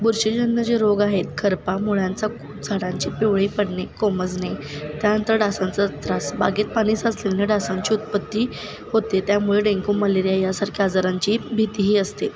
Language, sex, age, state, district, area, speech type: Marathi, female, 18-30, Maharashtra, Kolhapur, urban, spontaneous